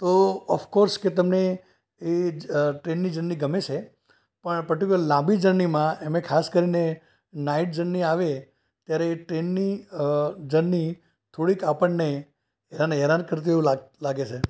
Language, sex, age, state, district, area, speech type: Gujarati, male, 60+, Gujarat, Ahmedabad, urban, spontaneous